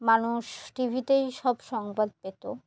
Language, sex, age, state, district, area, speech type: Bengali, female, 18-30, West Bengal, Murshidabad, urban, spontaneous